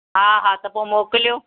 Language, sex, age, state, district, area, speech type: Sindhi, female, 45-60, Maharashtra, Thane, urban, conversation